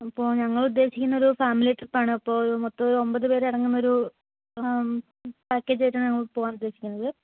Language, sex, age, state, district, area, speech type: Malayalam, female, 18-30, Kerala, Wayanad, rural, conversation